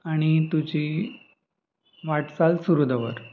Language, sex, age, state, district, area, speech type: Goan Konkani, male, 18-30, Goa, Ponda, rural, spontaneous